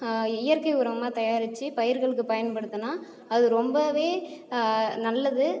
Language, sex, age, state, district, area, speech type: Tamil, female, 18-30, Tamil Nadu, Cuddalore, rural, spontaneous